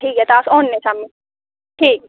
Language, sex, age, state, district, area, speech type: Dogri, female, 18-30, Jammu and Kashmir, Udhampur, rural, conversation